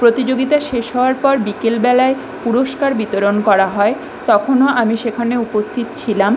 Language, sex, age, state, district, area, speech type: Bengali, female, 18-30, West Bengal, Kolkata, urban, spontaneous